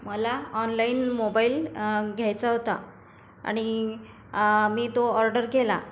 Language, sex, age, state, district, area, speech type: Marathi, female, 45-60, Maharashtra, Buldhana, rural, spontaneous